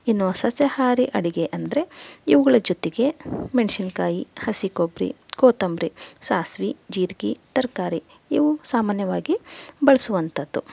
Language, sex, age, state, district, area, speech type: Kannada, female, 30-45, Karnataka, Davanagere, rural, spontaneous